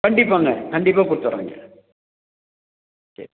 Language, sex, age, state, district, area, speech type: Tamil, male, 45-60, Tamil Nadu, Nilgiris, urban, conversation